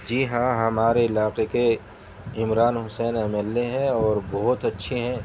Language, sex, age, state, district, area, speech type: Urdu, male, 30-45, Delhi, Central Delhi, urban, spontaneous